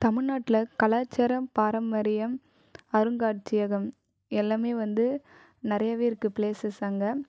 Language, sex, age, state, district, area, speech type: Tamil, female, 18-30, Tamil Nadu, Viluppuram, urban, spontaneous